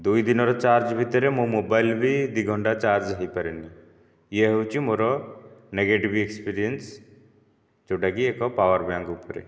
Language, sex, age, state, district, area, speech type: Odia, male, 30-45, Odisha, Nayagarh, rural, spontaneous